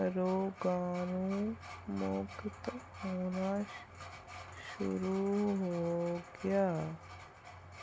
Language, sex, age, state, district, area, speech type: Punjabi, female, 30-45, Punjab, Mansa, urban, read